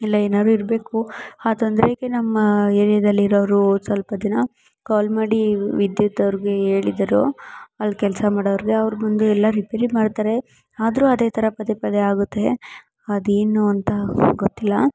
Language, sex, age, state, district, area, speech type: Kannada, female, 18-30, Karnataka, Mysore, urban, spontaneous